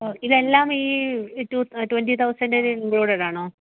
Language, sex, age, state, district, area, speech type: Malayalam, female, 30-45, Kerala, Kottayam, rural, conversation